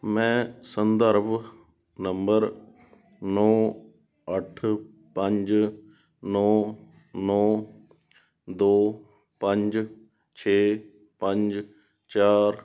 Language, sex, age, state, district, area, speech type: Punjabi, male, 18-30, Punjab, Sangrur, urban, read